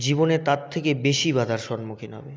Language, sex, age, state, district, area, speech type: Bengali, male, 18-30, West Bengal, Jalpaiguri, rural, spontaneous